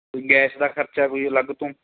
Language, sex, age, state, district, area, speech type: Punjabi, male, 18-30, Punjab, Mansa, rural, conversation